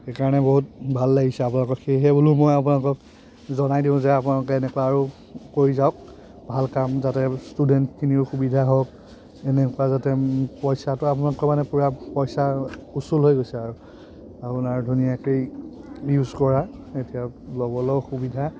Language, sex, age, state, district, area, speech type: Assamese, male, 30-45, Assam, Biswanath, rural, spontaneous